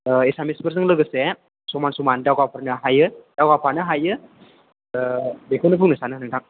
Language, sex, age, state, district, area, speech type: Bodo, male, 18-30, Assam, Chirang, rural, conversation